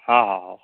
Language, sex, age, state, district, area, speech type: Odia, male, 30-45, Odisha, Nayagarh, rural, conversation